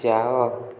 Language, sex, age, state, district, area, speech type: Odia, male, 18-30, Odisha, Subarnapur, urban, read